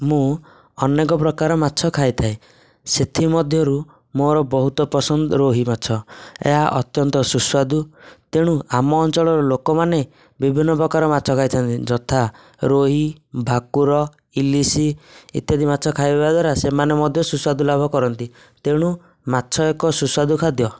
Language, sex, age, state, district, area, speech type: Odia, male, 18-30, Odisha, Nayagarh, rural, spontaneous